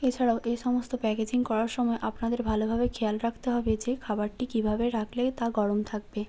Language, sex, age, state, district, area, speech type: Bengali, female, 30-45, West Bengal, Hooghly, urban, spontaneous